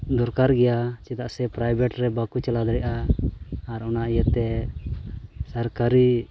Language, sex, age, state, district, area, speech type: Santali, male, 18-30, Jharkhand, Pakur, rural, spontaneous